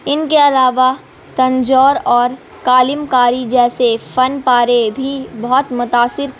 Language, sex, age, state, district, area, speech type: Urdu, female, 18-30, Bihar, Gaya, urban, spontaneous